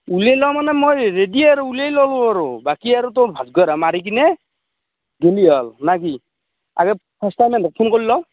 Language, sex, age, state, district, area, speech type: Assamese, male, 30-45, Assam, Darrang, rural, conversation